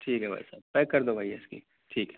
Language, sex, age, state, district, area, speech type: Urdu, male, 18-30, Uttar Pradesh, Gautam Buddha Nagar, urban, conversation